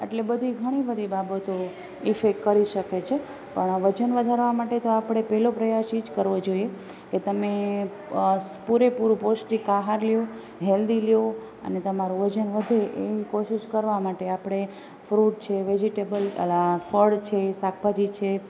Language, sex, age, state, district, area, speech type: Gujarati, female, 30-45, Gujarat, Rajkot, rural, spontaneous